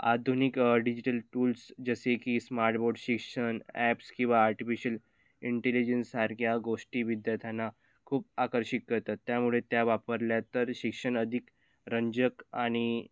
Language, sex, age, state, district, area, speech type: Marathi, male, 18-30, Maharashtra, Nagpur, rural, spontaneous